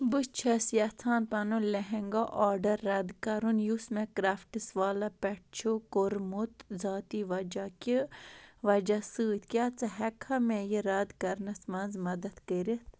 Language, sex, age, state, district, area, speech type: Kashmiri, female, 18-30, Jammu and Kashmir, Ganderbal, rural, read